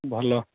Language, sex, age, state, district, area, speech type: Bengali, male, 18-30, West Bengal, Paschim Medinipur, rural, conversation